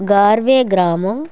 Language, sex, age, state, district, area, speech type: Telugu, female, 30-45, Andhra Pradesh, Kurnool, rural, spontaneous